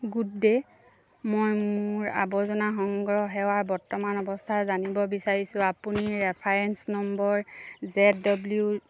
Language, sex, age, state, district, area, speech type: Assamese, female, 30-45, Assam, Sivasagar, rural, read